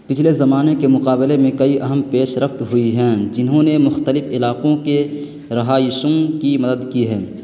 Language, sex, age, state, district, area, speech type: Urdu, male, 18-30, Uttar Pradesh, Balrampur, rural, spontaneous